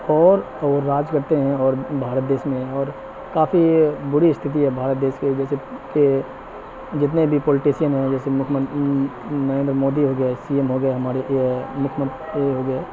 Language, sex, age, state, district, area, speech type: Urdu, male, 18-30, Bihar, Supaul, rural, spontaneous